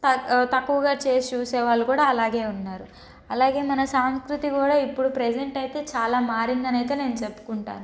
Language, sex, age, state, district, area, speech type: Telugu, female, 30-45, Andhra Pradesh, Palnadu, urban, spontaneous